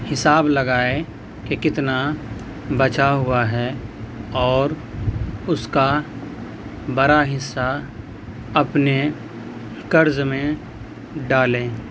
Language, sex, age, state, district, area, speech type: Urdu, male, 18-30, Bihar, Purnia, rural, read